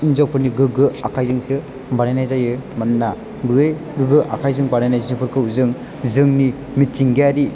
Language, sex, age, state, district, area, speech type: Bodo, male, 18-30, Assam, Chirang, urban, spontaneous